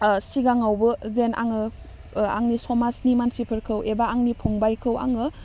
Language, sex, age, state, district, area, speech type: Bodo, female, 18-30, Assam, Udalguri, urban, spontaneous